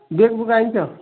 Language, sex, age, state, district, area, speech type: Odia, male, 30-45, Odisha, Bargarh, urban, conversation